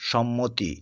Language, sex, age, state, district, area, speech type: Bengali, male, 60+, West Bengal, South 24 Parganas, rural, read